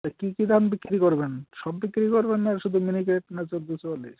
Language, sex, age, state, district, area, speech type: Bengali, male, 45-60, West Bengal, Cooch Behar, urban, conversation